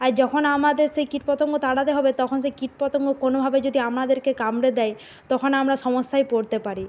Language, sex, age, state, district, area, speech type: Bengali, female, 45-60, West Bengal, Bankura, urban, spontaneous